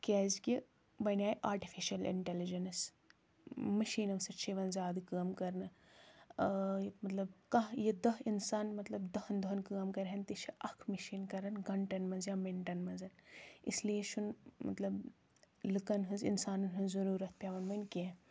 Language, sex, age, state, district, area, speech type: Kashmiri, female, 18-30, Jammu and Kashmir, Kulgam, rural, spontaneous